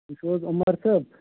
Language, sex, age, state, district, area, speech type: Kashmiri, male, 18-30, Jammu and Kashmir, Srinagar, urban, conversation